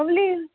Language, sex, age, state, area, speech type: Sanskrit, female, 18-30, Rajasthan, urban, conversation